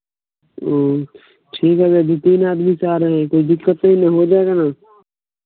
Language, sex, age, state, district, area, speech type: Hindi, male, 18-30, Bihar, Vaishali, rural, conversation